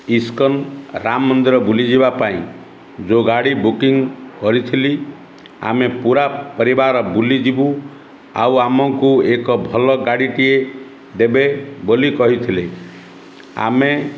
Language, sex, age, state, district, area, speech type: Odia, male, 60+, Odisha, Ganjam, urban, spontaneous